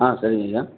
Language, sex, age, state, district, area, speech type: Tamil, male, 45-60, Tamil Nadu, Tenkasi, rural, conversation